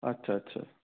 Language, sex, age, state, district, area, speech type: Bengali, male, 18-30, West Bengal, Purulia, urban, conversation